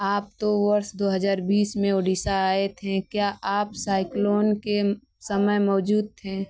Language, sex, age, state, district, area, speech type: Hindi, female, 30-45, Uttar Pradesh, Mau, rural, read